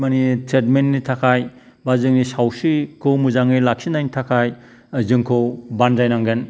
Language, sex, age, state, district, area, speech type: Bodo, male, 45-60, Assam, Kokrajhar, urban, spontaneous